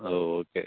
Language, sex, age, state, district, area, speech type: Malayalam, male, 30-45, Kerala, Pathanamthitta, rural, conversation